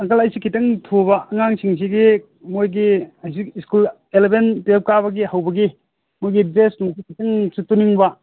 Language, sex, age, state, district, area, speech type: Manipuri, male, 45-60, Manipur, Imphal East, rural, conversation